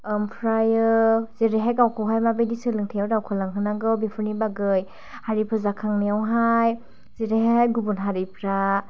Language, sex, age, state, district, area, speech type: Bodo, female, 18-30, Assam, Chirang, rural, spontaneous